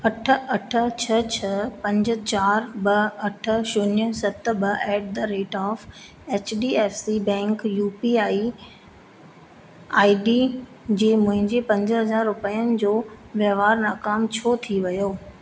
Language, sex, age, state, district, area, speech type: Sindhi, female, 30-45, Madhya Pradesh, Katni, urban, read